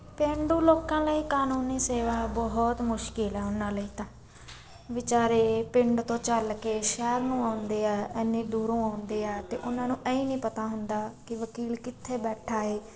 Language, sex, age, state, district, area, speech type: Punjabi, female, 30-45, Punjab, Mansa, urban, spontaneous